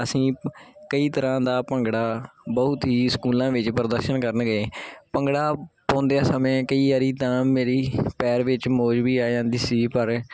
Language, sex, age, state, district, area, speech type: Punjabi, male, 18-30, Punjab, Gurdaspur, urban, spontaneous